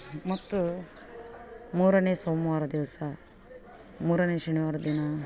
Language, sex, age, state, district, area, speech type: Kannada, female, 45-60, Karnataka, Vijayanagara, rural, spontaneous